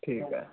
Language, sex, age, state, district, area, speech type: Hindi, male, 18-30, Rajasthan, Jaipur, urban, conversation